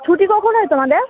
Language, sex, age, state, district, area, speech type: Bengali, female, 18-30, West Bengal, Malda, urban, conversation